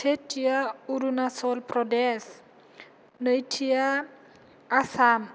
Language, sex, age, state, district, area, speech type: Bodo, female, 18-30, Assam, Kokrajhar, rural, spontaneous